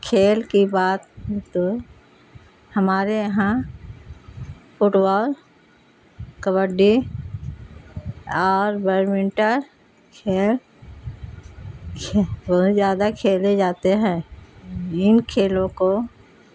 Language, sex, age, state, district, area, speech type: Urdu, female, 60+, Bihar, Gaya, urban, spontaneous